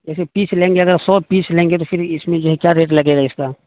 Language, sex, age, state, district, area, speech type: Urdu, male, 45-60, Bihar, Supaul, rural, conversation